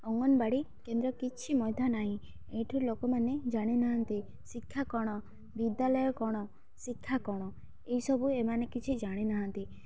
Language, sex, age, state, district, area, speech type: Odia, female, 18-30, Odisha, Malkangiri, urban, spontaneous